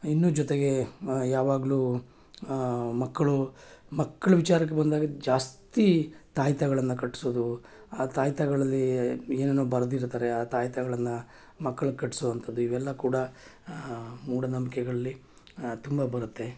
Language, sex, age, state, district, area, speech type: Kannada, male, 45-60, Karnataka, Mysore, urban, spontaneous